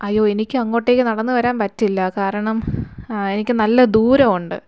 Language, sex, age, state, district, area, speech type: Malayalam, female, 18-30, Kerala, Thiruvananthapuram, urban, spontaneous